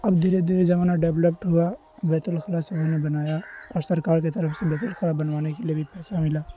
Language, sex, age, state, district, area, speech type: Urdu, male, 18-30, Bihar, Khagaria, rural, spontaneous